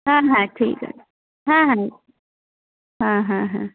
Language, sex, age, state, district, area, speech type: Bengali, female, 18-30, West Bengal, Darjeeling, urban, conversation